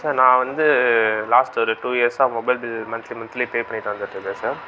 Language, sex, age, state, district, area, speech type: Tamil, male, 18-30, Tamil Nadu, Tiruvannamalai, rural, spontaneous